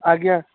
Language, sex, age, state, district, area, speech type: Odia, male, 18-30, Odisha, Puri, urban, conversation